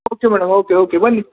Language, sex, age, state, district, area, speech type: Kannada, male, 30-45, Karnataka, Uttara Kannada, rural, conversation